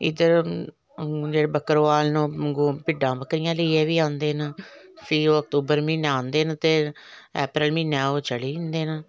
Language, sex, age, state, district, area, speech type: Dogri, female, 45-60, Jammu and Kashmir, Samba, rural, spontaneous